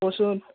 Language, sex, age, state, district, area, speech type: Assamese, male, 18-30, Assam, Udalguri, rural, conversation